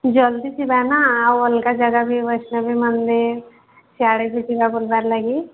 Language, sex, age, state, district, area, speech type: Odia, female, 18-30, Odisha, Sundergarh, urban, conversation